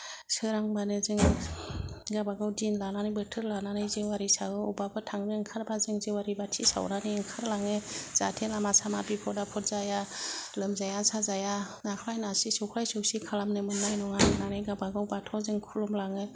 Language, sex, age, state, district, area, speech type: Bodo, female, 45-60, Assam, Kokrajhar, rural, spontaneous